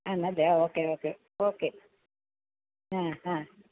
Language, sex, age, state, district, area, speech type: Malayalam, female, 60+, Kerala, Alappuzha, rural, conversation